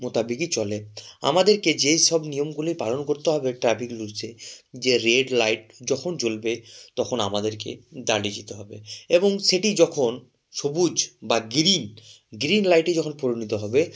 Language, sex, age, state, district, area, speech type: Bengali, male, 18-30, West Bengal, Murshidabad, urban, spontaneous